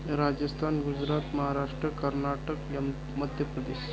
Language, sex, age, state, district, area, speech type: Marathi, male, 45-60, Maharashtra, Akola, rural, spontaneous